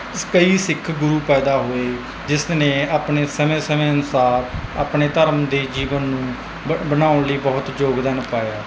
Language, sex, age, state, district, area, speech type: Punjabi, male, 18-30, Punjab, Mansa, urban, spontaneous